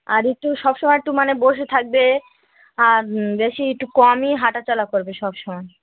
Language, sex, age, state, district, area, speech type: Bengali, female, 18-30, West Bengal, Dakshin Dinajpur, urban, conversation